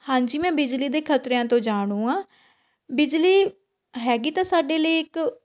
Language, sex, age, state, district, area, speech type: Punjabi, female, 18-30, Punjab, Shaheed Bhagat Singh Nagar, rural, spontaneous